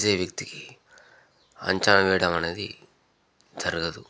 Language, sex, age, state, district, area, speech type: Telugu, male, 30-45, Telangana, Jangaon, rural, spontaneous